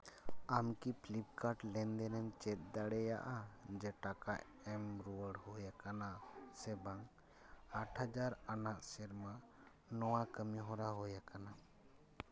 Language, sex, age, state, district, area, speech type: Santali, male, 30-45, West Bengal, Paschim Bardhaman, urban, read